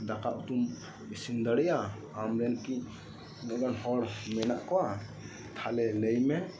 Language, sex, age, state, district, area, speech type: Santali, male, 30-45, West Bengal, Birbhum, rural, spontaneous